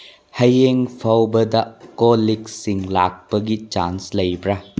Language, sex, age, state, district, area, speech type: Manipuri, male, 18-30, Manipur, Bishnupur, rural, read